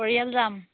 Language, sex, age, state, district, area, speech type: Assamese, female, 30-45, Assam, Majuli, urban, conversation